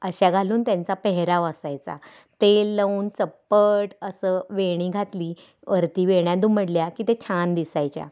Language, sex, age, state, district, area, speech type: Marathi, female, 45-60, Maharashtra, Kolhapur, urban, spontaneous